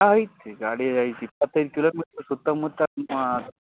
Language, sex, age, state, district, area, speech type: Kannada, male, 45-60, Karnataka, Raichur, rural, conversation